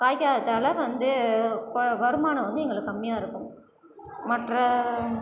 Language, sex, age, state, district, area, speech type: Tamil, female, 30-45, Tamil Nadu, Cuddalore, rural, spontaneous